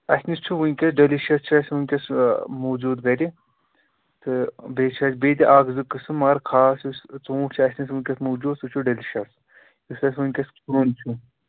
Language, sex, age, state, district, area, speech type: Kashmiri, male, 18-30, Jammu and Kashmir, Shopian, urban, conversation